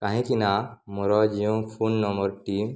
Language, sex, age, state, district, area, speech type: Odia, male, 18-30, Odisha, Nuapada, rural, spontaneous